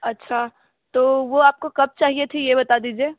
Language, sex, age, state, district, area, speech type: Hindi, female, 30-45, Uttar Pradesh, Sonbhadra, rural, conversation